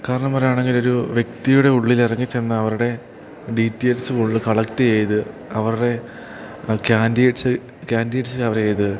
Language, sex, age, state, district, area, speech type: Malayalam, male, 18-30, Kerala, Idukki, rural, spontaneous